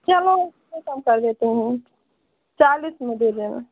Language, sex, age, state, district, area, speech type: Hindi, female, 45-60, Uttar Pradesh, Pratapgarh, rural, conversation